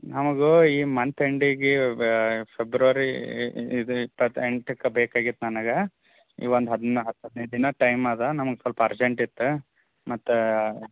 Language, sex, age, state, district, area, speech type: Kannada, male, 30-45, Karnataka, Gulbarga, rural, conversation